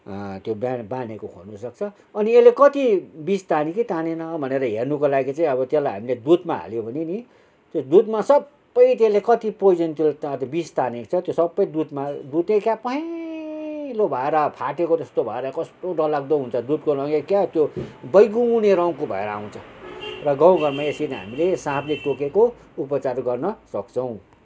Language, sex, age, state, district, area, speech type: Nepali, male, 60+, West Bengal, Kalimpong, rural, spontaneous